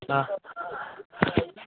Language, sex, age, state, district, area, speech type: Maithili, male, 60+, Bihar, Saharsa, urban, conversation